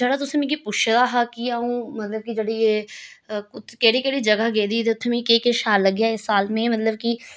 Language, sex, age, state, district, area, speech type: Dogri, female, 30-45, Jammu and Kashmir, Reasi, rural, spontaneous